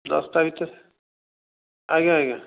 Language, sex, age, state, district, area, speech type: Odia, male, 45-60, Odisha, Dhenkanal, rural, conversation